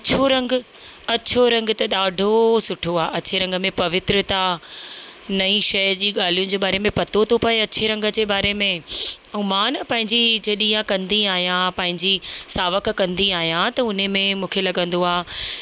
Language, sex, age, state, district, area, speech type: Sindhi, female, 30-45, Rajasthan, Ajmer, urban, spontaneous